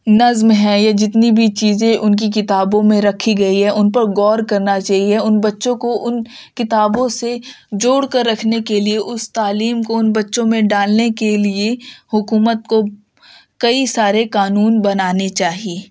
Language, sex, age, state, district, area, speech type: Urdu, female, 18-30, Uttar Pradesh, Ghaziabad, urban, spontaneous